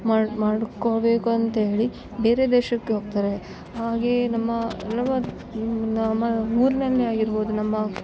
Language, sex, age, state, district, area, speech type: Kannada, female, 18-30, Karnataka, Bellary, rural, spontaneous